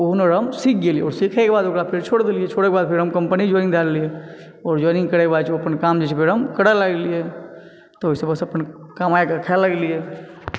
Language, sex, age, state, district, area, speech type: Maithili, male, 30-45, Bihar, Supaul, rural, spontaneous